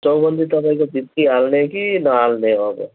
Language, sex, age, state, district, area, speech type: Nepali, male, 45-60, West Bengal, Kalimpong, rural, conversation